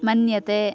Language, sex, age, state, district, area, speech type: Sanskrit, female, 18-30, Karnataka, Bagalkot, rural, read